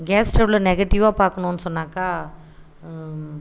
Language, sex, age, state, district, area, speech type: Tamil, female, 45-60, Tamil Nadu, Viluppuram, rural, spontaneous